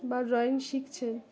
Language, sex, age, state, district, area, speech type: Bengali, female, 18-30, West Bengal, Dakshin Dinajpur, urban, spontaneous